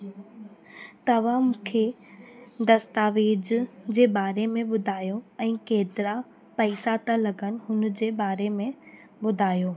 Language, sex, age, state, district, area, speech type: Sindhi, female, 18-30, Rajasthan, Ajmer, urban, spontaneous